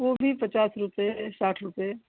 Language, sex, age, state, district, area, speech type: Hindi, female, 30-45, Uttar Pradesh, Mau, rural, conversation